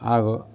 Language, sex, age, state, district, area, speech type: Kannada, male, 45-60, Karnataka, Davanagere, urban, spontaneous